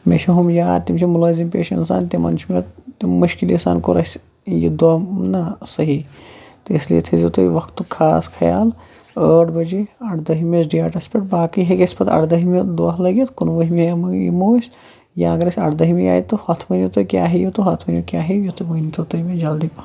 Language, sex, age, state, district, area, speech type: Kashmiri, male, 18-30, Jammu and Kashmir, Shopian, urban, spontaneous